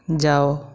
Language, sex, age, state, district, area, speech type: Odia, male, 18-30, Odisha, Mayurbhanj, rural, read